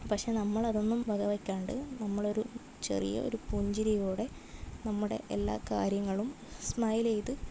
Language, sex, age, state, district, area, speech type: Malayalam, female, 30-45, Kerala, Kasaragod, rural, spontaneous